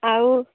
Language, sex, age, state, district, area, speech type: Odia, female, 18-30, Odisha, Sambalpur, rural, conversation